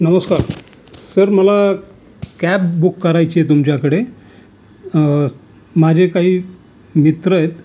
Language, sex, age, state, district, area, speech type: Marathi, male, 60+, Maharashtra, Raigad, urban, spontaneous